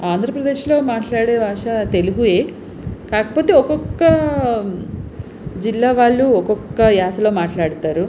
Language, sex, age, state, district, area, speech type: Telugu, female, 30-45, Andhra Pradesh, Visakhapatnam, urban, spontaneous